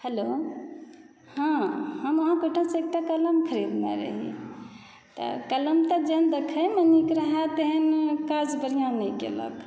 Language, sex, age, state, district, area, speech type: Maithili, female, 30-45, Bihar, Saharsa, rural, spontaneous